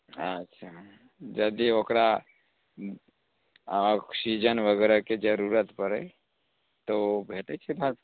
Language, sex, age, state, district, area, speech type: Maithili, male, 45-60, Bihar, Muzaffarpur, urban, conversation